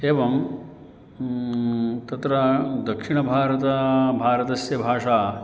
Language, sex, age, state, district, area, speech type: Sanskrit, male, 45-60, Karnataka, Uttara Kannada, rural, spontaneous